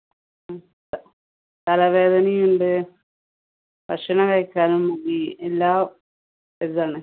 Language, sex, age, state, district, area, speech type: Malayalam, female, 30-45, Kerala, Malappuram, rural, conversation